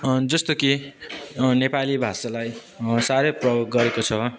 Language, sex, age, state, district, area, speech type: Nepali, male, 18-30, West Bengal, Jalpaiguri, rural, spontaneous